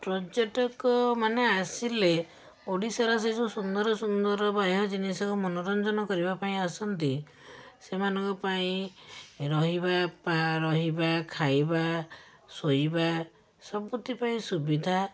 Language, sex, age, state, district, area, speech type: Odia, female, 45-60, Odisha, Puri, urban, spontaneous